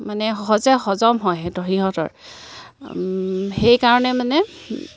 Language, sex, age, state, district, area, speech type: Assamese, female, 30-45, Assam, Sivasagar, rural, spontaneous